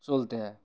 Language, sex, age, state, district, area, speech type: Bengali, male, 30-45, West Bengal, Uttar Dinajpur, urban, spontaneous